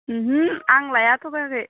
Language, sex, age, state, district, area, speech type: Bodo, female, 18-30, Assam, Udalguri, urban, conversation